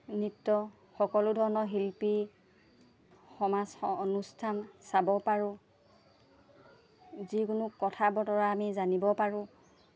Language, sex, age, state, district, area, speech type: Assamese, female, 18-30, Assam, Lakhimpur, urban, spontaneous